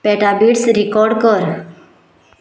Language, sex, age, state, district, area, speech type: Goan Konkani, female, 30-45, Goa, Canacona, rural, read